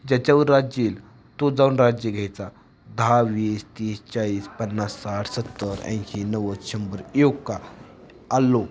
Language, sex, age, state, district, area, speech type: Marathi, male, 18-30, Maharashtra, Satara, urban, spontaneous